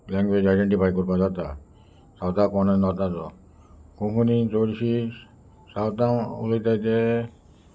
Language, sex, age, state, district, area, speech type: Goan Konkani, male, 60+, Goa, Salcete, rural, spontaneous